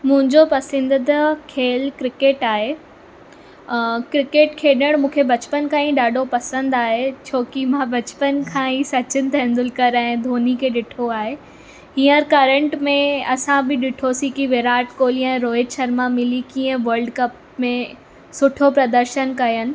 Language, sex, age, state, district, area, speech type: Sindhi, female, 18-30, Maharashtra, Mumbai Suburban, urban, spontaneous